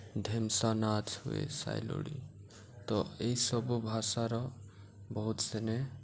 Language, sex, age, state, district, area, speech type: Odia, male, 18-30, Odisha, Subarnapur, urban, spontaneous